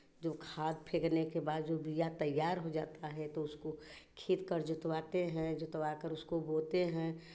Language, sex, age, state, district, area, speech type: Hindi, female, 60+, Uttar Pradesh, Chandauli, rural, spontaneous